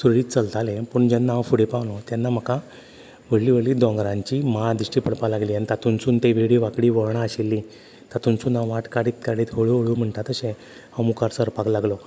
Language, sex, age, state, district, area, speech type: Goan Konkani, male, 30-45, Goa, Salcete, rural, spontaneous